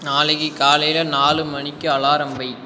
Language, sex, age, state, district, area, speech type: Tamil, male, 18-30, Tamil Nadu, Cuddalore, rural, read